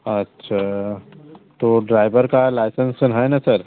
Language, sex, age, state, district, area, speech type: Hindi, male, 30-45, Uttar Pradesh, Bhadohi, rural, conversation